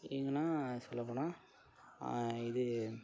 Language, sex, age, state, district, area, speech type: Tamil, male, 18-30, Tamil Nadu, Mayiladuthurai, urban, spontaneous